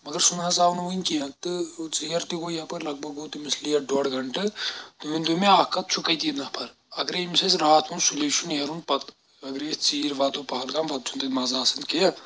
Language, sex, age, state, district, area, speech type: Kashmiri, male, 30-45, Jammu and Kashmir, Anantnag, rural, spontaneous